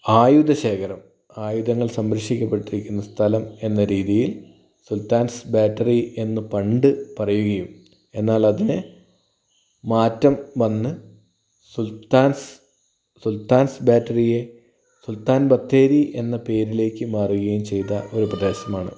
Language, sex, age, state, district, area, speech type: Malayalam, male, 30-45, Kerala, Wayanad, rural, spontaneous